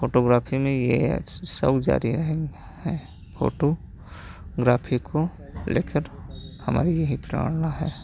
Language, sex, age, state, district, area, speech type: Hindi, male, 30-45, Uttar Pradesh, Hardoi, rural, spontaneous